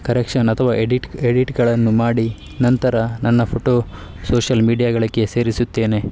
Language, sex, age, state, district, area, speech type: Kannada, male, 30-45, Karnataka, Udupi, rural, spontaneous